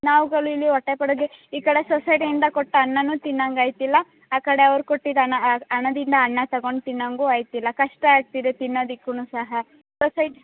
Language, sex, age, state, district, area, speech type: Kannada, female, 18-30, Karnataka, Mandya, rural, conversation